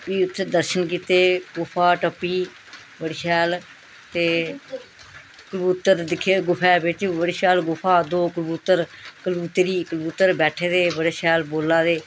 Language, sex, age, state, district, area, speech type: Dogri, female, 45-60, Jammu and Kashmir, Reasi, rural, spontaneous